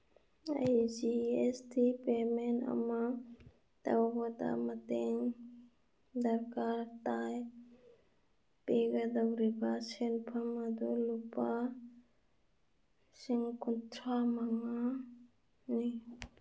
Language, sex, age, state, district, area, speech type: Manipuri, female, 45-60, Manipur, Churachandpur, urban, read